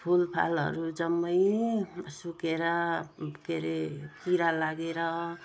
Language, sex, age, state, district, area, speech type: Nepali, female, 60+, West Bengal, Jalpaiguri, urban, spontaneous